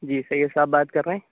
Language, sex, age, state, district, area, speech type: Urdu, male, 18-30, Uttar Pradesh, Aligarh, urban, conversation